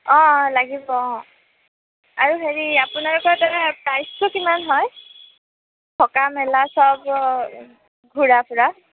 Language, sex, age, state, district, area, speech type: Assamese, female, 18-30, Assam, Kamrup Metropolitan, urban, conversation